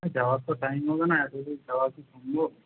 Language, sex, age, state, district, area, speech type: Bengali, male, 18-30, West Bengal, Paschim Medinipur, rural, conversation